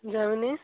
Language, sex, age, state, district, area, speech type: Odia, female, 18-30, Odisha, Nabarangpur, urban, conversation